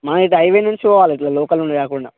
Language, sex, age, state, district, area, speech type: Telugu, male, 18-30, Telangana, Mancherial, rural, conversation